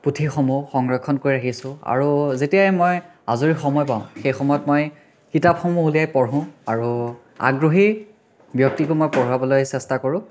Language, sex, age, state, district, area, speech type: Assamese, male, 18-30, Assam, Biswanath, rural, spontaneous